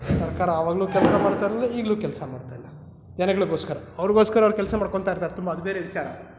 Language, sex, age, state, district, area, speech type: Kannada, male, 30-45, Karnataka, Kolar, urban, spontaneous